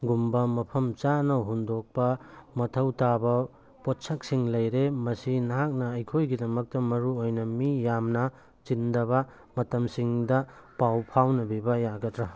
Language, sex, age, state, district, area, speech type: Manipuri, male, 45-60, Manipur, Churachandpur, rural, read